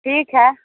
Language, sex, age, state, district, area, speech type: Urdu, female, 60+, Bihar, Khagaria, rural, conversation